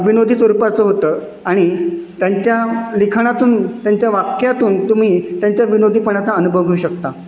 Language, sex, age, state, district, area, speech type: Marathi, male, 30-45, Maharashtra, Satara, urban, spontaneous